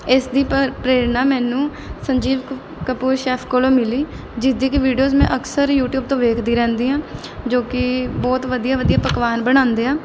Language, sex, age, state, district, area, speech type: Punjabi, female, 18-30, Punjab, Mohali, urban, spontaneous